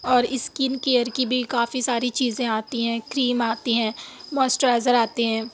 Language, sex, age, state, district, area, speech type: Urdu, female, 45-60, Uttar Pradesh, Aligarh, rural, spontaneous